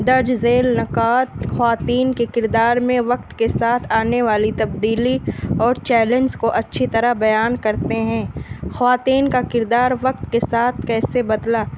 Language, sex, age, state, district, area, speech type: Urdu, female, 18-30, Uttar Pradesh, Balrampur, rural, spontaneous